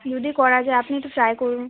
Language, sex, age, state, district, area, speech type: Bengali, female, 18-30, West Bengal, Uttar Dinajpur, rural, conversation